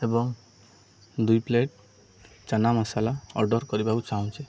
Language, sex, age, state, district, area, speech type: Odia, male, 18-30, Odisha, Koraput, urban, spontaneous